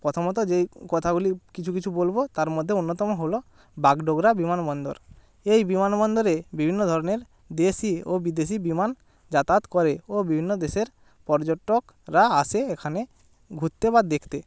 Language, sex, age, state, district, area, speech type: Bengali, male, 18-30, West Bengal, Jalpaiguri, rural, spontaneous